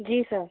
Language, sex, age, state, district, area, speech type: Hindi, female, 18-30, Rajasthan, Jaipur, urban, conversation